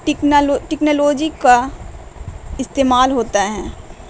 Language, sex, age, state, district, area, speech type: Urdu, female, 18-30, Bihar, Gaya, urban, spontaneous